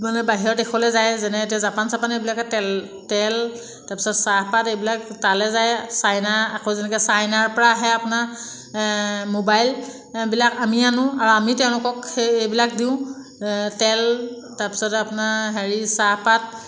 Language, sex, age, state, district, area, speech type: Assamese, female, 30-45, Assam, Jorhat, urban, spontaneous